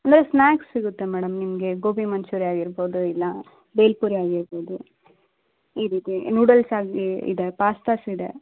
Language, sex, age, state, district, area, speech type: Kannada, female, 18-30, Karnataka, Vijayanagara, rural, conversation